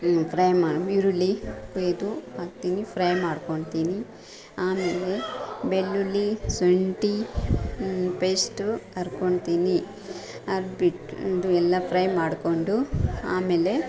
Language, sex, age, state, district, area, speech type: Kannada, female, 45-60, Karnataka, Bangalore Urban, urban, spontaneous